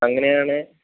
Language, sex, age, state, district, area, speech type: Malayalam, male, 18-30, Kerala, Idukki, rural, conversation